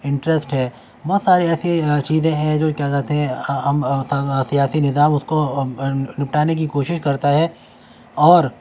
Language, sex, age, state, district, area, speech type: Urdu, male, 18-30, Delhi, Central Delhi, urban, spontaneous